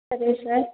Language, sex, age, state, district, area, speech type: Telugu, female, 18-30, Andhra Pradesh, Chittoor, rural, conversation